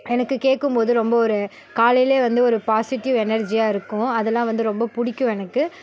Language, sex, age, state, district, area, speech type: Tamil, female, 30-45, Tamil Nadu, Perambalur, rural, spontaneous